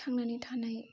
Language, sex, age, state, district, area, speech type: Bodo, female, 18-30, Assam, Kokrajhar, rural, spontaneous